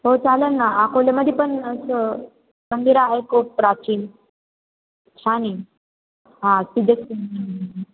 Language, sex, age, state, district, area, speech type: Marathi, female, 18-30, Maharashtra, Ahmednagar, urban, conversation